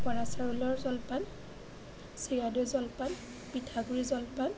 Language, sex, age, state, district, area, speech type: Assamese, female, 18-30, Assam, Majuli, urban, spontaneous